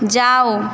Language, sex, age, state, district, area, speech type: Bengali, female, 18-30, West Bengal, Paschim Medinipur, rural, read